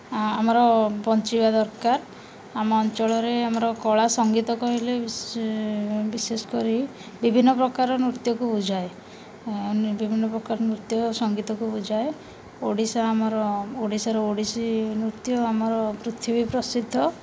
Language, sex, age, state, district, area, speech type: Odia, female, 30-45, Odisha, Rayagada, rural, spontaneous